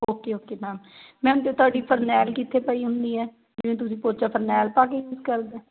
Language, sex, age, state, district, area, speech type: Punjabi, female, 30-45, Punjab, Patiala, urban, conversation